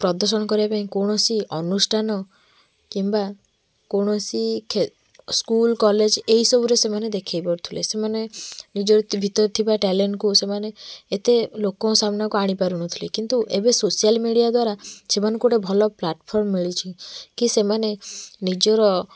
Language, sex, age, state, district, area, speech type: Odia, female, 18-30, Odisha, Kendujhar, urban, spontaneous